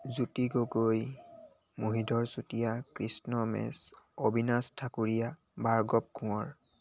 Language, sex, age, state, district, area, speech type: Assamese, male, 18-30, Assam, Dibrugarh, urban, spontaneous